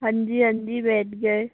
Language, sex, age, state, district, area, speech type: Hindi, male, 45-60, Rajasthan, Jaipur, urban, conversation